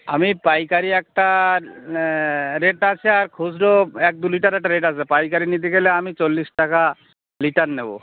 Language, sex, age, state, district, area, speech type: Bengali, male, 60+, West Bengal, Bankura, urban, conversation